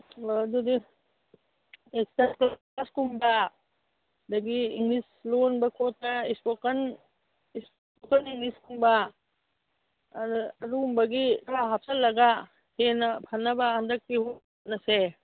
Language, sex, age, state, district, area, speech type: Manipuri, female, 60+, Manipur, Churachandpur, urban, conversation